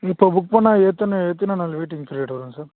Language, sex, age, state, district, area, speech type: Tamil, male, 18-30, Tamil Nadu, Krishnagiri, rural, conversation